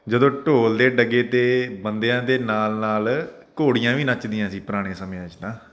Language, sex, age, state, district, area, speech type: Punjabi, male, 30-45, Punjab, Faridkot, urban, spontaneous